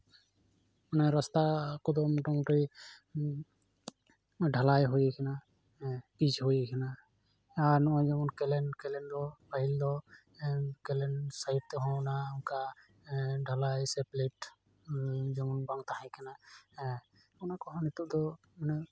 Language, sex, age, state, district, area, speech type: Santali, male, 30-45, West Bengal, Jhargram, rural, spontaneous